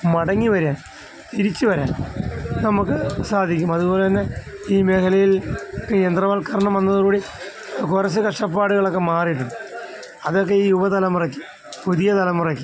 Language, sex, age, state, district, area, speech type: Malayalam, male, 45-60, Kerala, Alappuzha, rural, spontaneous